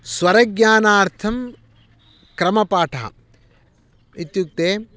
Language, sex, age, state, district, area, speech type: Sanskrit, male, 45-60, Karnataka, Shimoga, rural, spontaneous